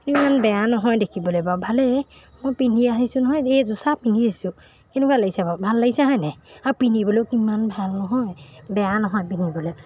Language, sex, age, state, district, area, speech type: Assamese, female, 30-45, Assam, Golaghat, urban, spontaneous